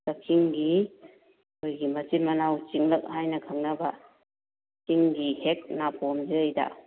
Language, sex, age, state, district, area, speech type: Manipuri, female, 45-60, Manipur, Kakching, rural, conversation